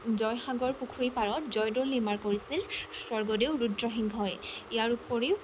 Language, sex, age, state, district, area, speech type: Assamese, female, 18-30, Assam, Jorhat, urban, spontaneous